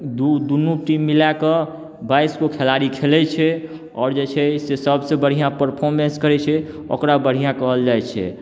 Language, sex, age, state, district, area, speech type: Maithili, male, 18-30, Bihar, Darbhanga, urban, spontaneous